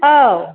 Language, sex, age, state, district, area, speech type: Bodo, female, 60+, Assam, Chirang, rural, conversation